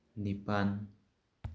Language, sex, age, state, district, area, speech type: Manipuri, male, 18-30, Manipur, Tengnoupal, rural, read